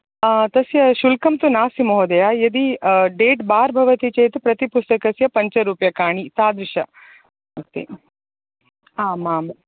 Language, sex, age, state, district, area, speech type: Sanskrit, female, 30-45, Karnataka, Dakshina Kannada, urban, conversation